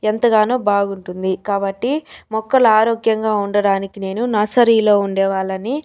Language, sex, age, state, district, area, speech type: Telugu, female, 30-45, Andhra Pradesh, Chittoor, urban, spontaneous